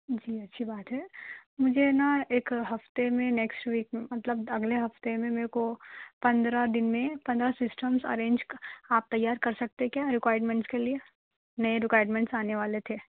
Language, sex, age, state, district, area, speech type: Urdu, female, 18-30, Telangana, Hyderabad, urban, conversation